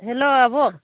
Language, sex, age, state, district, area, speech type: Bodo, female, 45-60, Assam, Chirang, rural, conversation